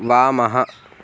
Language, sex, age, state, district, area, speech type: Sanskrit, male, 18-30, Maharashtra, Kolhapur, rural, read